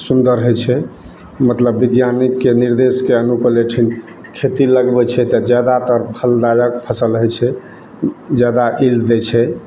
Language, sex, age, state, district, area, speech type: Maithili, male, 60+, Bihar, Madhepura, urban, spontaneous